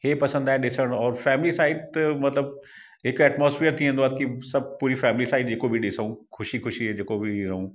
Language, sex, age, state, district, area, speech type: Sindhi, male, 45-60, Uttar Pradesh, Lucknow, urban, spontaneous